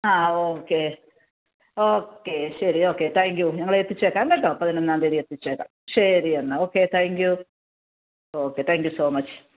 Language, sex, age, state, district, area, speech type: Malayalam, female, 45-60, Kerala, Alappuzha, rural, conversation